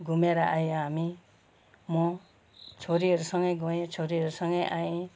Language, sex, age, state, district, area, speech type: Nepali, female, 60+, West Bengal, Kalimpong, rural, spontaneous